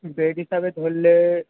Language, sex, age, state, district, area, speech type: Bengali, male, 18-30, West Bengal, Darjeeling, rural, conversation